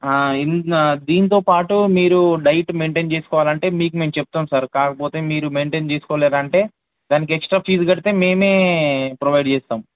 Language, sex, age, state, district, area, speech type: Telugu, male, 18-30, Telangana, Ranga Reddy, urban, conversation